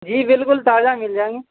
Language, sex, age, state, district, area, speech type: Urdu, male, 18-30, Uttar Pradesh, Gautam Buddha Nagar, urban, conversation